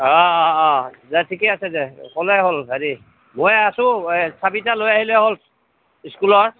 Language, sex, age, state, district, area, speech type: Assamese, male, 45-60, Assam, Goalpara, rural, conversation